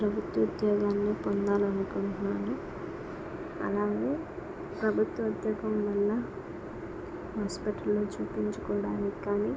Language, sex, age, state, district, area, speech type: Telugu, female, 18-30, Andhra Pradesh, Krishna, urban, spontaneous